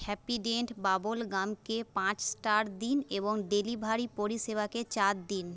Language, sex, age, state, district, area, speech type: Bengali, female, 30-45, West Bengal, Jhargram, rural, read